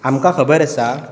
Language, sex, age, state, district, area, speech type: Goan Konkani, male, 18-30, Goa, Bardez, rural, spontaneous